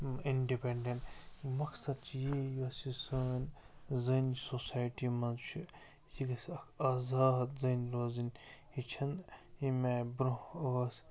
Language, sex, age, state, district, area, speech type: Kashmiri, male, 30-45, Jammu and Kashmir, Ganderbal, rural, spontaneous